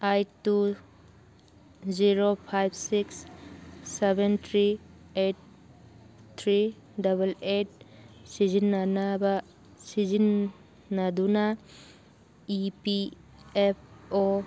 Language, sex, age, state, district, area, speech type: Manipuri, female, 45-60, Manipur, Churachandpur, urban, read